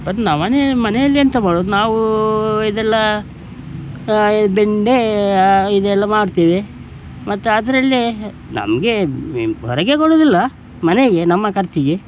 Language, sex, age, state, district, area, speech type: Kannada, male, 60+, Karnataka, Udupi, rural, spontaneous